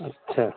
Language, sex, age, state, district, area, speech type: Urdu, male, 18-30, Bihar, Purnia, rural, conversation